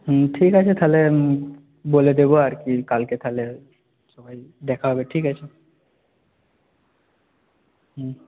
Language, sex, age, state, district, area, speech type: Bengali, male, 18-30, West Bengal, Nadia, rural, conversation